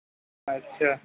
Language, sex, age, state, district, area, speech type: Urdu, male, 30-45, Uttar Pradesh, Mau, urban, conversation